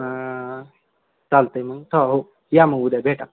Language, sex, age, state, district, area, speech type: Marathi, male, 18-30, Maharashtra, Beed, rural, conversation